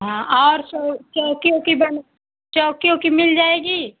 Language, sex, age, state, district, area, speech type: Hindi, female, 45-60, Uttar Pradesh, Mau, urban, conversation